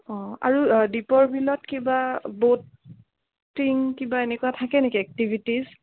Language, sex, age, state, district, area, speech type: Assamese, female, 45-60, Assam, Darrang, urban, conversation